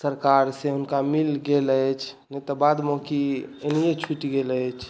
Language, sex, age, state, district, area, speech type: Maithili, male, 18-30, Bihar, Saharsa, urban, spontaneous